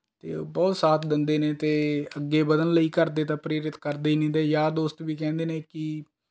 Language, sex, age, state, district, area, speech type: Punjabi, male, 18-30, Punjab, Rupnagar, rural, spontaneous